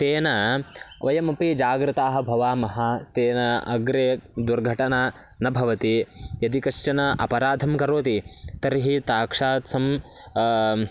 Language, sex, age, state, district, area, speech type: Sanskrit, male, 18-30, Karnataka, Bagalkot, rural, spontaneous